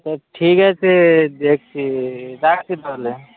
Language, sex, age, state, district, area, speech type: Bengali, male, 18-30, West Bengal, Birbhum, urban, conversation